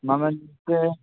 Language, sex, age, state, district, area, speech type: Manipuri, male, 18-30, Manipur, Kangpokpi, urban, conversation